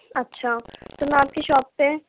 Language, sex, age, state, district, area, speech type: Urdu, female, 30-45, Uttar Pradesh, Gautam Buddha Nagar, urban, conversation